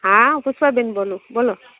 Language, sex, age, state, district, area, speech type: Gujarati, female, 60+, Gujarat, Junagadh, rural, conversation